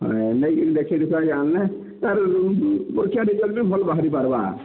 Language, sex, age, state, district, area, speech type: Odia, male, 60+, Odisha, Balangir, urban, conversation